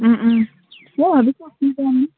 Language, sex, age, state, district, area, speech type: Assamese, female, 18-30, Assam, Charaideo, rural, conversation